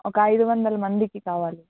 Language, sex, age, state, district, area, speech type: Telugu, female, 18-30, Andhra Pradesh, Annamaya, rural, conversation